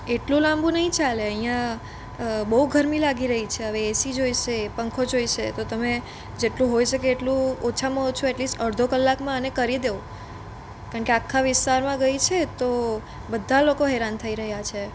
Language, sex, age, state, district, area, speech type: Gujarati, female, 18-30, Gujarat, Surat, urban, spontaneous